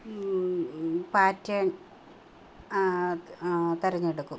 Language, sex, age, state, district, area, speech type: Malayalam, female, 45-60, Kerala, Kottayam, rural, spontaneous